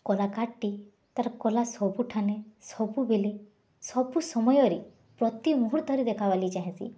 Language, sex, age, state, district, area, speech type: Odia, female, 18-30, Odisha, Bargarh, urban, spontaneous